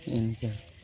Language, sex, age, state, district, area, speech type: Santali, male, 30-45, West Bengal, Purulia, rural, spontaneous